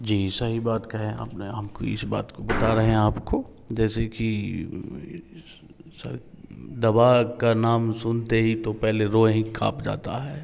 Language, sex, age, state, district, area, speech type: Hindi, male, 30-45, Bihar, Samastipur, urban, spontaneous